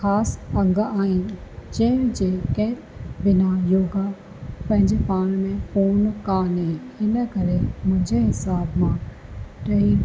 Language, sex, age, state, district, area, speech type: Sindhi, female, 45-60, Rajasthan, Ajmer, urban, spontaneous